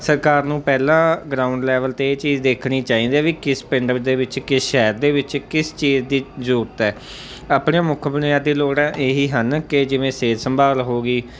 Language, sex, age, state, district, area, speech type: Punjabi, male, 18-30, Punjab, Mansa, urban, spontaneous